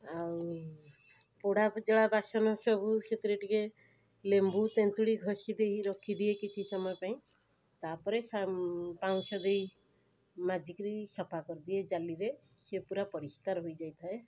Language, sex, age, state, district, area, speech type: Odia, female, 30-45, Odisha, Cuttack, urban, spontaneous